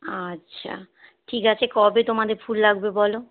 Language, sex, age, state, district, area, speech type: Bengali, female, 45-60, West Bengal, Hooghly, rural, conversation